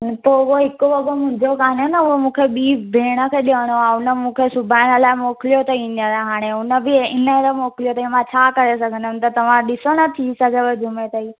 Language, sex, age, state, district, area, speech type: Sindhi, female, 18-30, Gujarat, Surat, urban, conversation